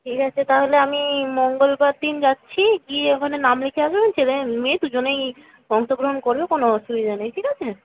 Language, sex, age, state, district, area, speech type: Bengali, female, 18-30, West Bengal, Purba Medinipur, rural, conversation